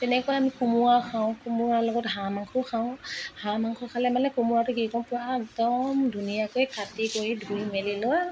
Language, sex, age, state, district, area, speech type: Assamese, female, 30-45, Assam, Morigaon, rural, spontaneous